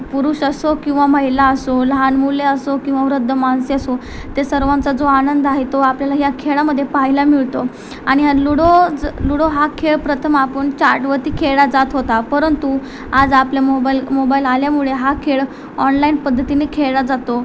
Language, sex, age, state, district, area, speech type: Marathi, female, 18-30, Maharashtra, Ratnagiri, urban, spontaneous